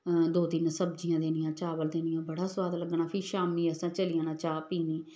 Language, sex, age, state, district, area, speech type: Dogri, female, 45-60, Jammu and Kashmir, Samba, rural, spontaneous